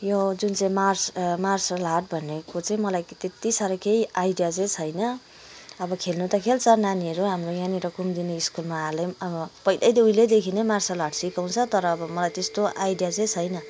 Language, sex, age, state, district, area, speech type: Nepali, female, 45-60, West Bengal, Kalimpong, rural, spontaneous